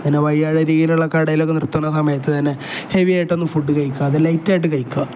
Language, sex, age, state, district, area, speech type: Malayalam, male, 18-30, Kerala, Kozhikode, rural, spontaneous